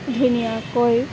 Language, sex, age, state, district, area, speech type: Assamese, female, 18-30, Assam, Kamrup Metropolitan, urban, spontaneous